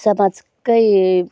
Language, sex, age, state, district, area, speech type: Nepali, female, 30-45, West Bengal, Jalpaiguri, rural, spontaneous